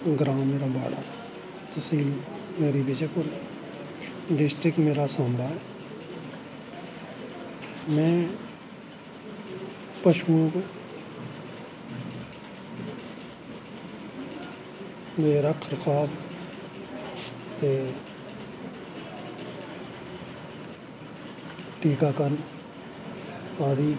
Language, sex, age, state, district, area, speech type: Dogri, male, 45-60, Jammu and Kashmir, Samba, rural, spontaneous